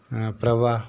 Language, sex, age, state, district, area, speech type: Dogri, male, 60+, Jammu and Kashmir, Udhampur, rural, spontaneous